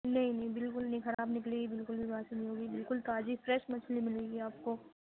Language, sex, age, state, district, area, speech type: Urdu, female, 18-30, Uttar Pradesh, Gautam Buddha Nagar, rural, conversation